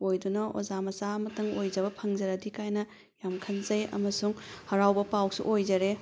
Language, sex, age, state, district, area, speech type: Manipuri, female, 30-45, Manipur, Thoubal, rural, spontaneous